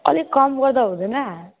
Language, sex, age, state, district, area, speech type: Nepali, male, 18-30, West Bengal, Alipurduar, urban, conversation